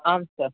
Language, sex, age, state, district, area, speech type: Sanskrit, male, 18-30, Odisha, Bargarh, rural, conversation